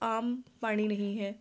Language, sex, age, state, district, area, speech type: Punjabi, female, 30-45, Punjab, Ludhiana, urban, spontaneous